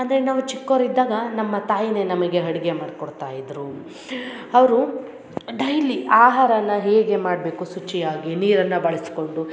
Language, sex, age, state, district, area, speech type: Kannada, female, 30-45, Karnataka, Hassan, rural, spontaneous